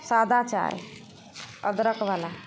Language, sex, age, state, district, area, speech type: Maithili, female, 30-45, Bihar, Sitamarhi, urban, spontaneous